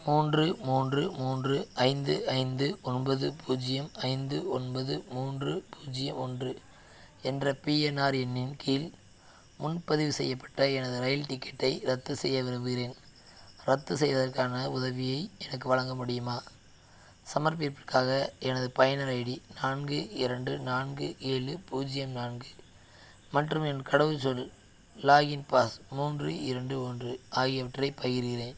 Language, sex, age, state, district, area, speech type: Tamil, male, 18-30, Tamil Nadu, Madurai, rural, read